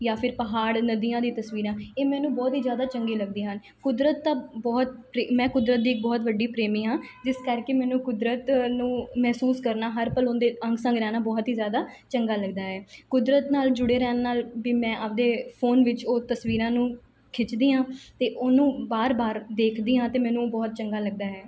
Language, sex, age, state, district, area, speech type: Punjabi, female, 18-30, Punjab, Mansa, urban, spontaneous